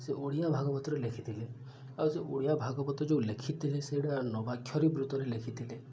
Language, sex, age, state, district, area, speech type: Odia, male, 18-30, Odisha, Subarnapur, urban, spontaneous